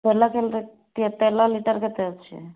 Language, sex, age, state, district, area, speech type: Odia, female, 18-30, Odisha, Nabarangpur, urban, conversation